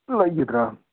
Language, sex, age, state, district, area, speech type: Manipuri, male, 30-45, Manipur, Kakching, rural, conversation